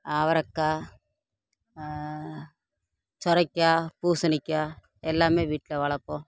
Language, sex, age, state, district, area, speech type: Tamil, female, 45-60, Tamil Nadu, Thoothukudi, rural, spontaneous